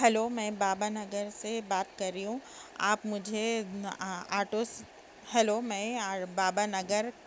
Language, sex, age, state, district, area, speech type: Urdu, female, 60+, Telangana, Hyderabad, urban, spontaneous